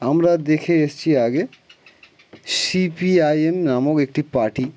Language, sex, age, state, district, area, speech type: Bengali, male, 18-30, West Bengal, North 24 Parganas, urban, spontaneous